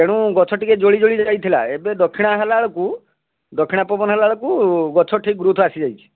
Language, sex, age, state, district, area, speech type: Odia, male, 60+, Odisha, Balasore, rural, conversation